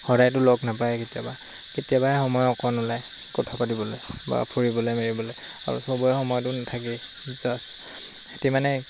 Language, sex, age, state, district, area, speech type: Assamese, male, 18-30, Assam, Lakhimpur, rural, spontaneous